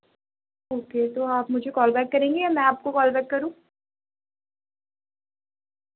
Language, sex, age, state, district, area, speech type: Urdu, female, 18-30, Delhi, North East Delhi, urban, conversation